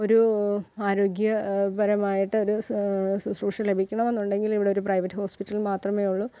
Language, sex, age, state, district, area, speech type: Malayalam, female, 30-45, Kerala, Kottayam, rural, spontaneous